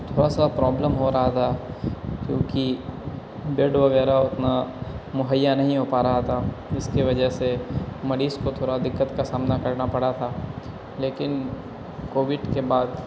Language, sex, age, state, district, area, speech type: Urdu, male, 18-30, Bihar, Darbhanga, urban, spontaneous